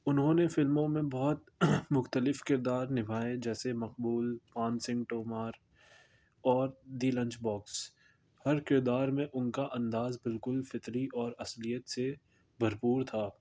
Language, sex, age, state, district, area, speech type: Urdu, male, 18-30, Delhi, North East Delhi, urban, spontaneous